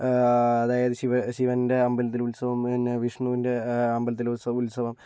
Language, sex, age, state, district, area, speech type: Malayalam, male, 60+, Kerala, Kozhikode, urban, spontaneous